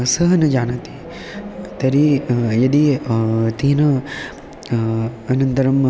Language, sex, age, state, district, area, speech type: Sanskrit, male, 18-30, Maharashtra, Chandrapur, rural, spontaneous